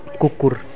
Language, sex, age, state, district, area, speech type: Nepali, male, 18-30, West Bengal, Jalpaiguri, rural, read